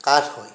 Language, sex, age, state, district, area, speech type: Assamese, male, 60+, Assam, Darrang, rural, spontaneous